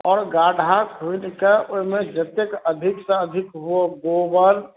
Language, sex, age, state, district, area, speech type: Maithili, male, 30-45, Bihar, Darbhanga, urban, conversation